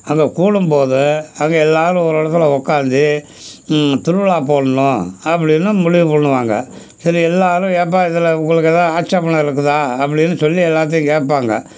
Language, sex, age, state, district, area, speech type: Tamil, male, 60+, Tamil Nadu, Tiruchirappalli, rural, spontaneous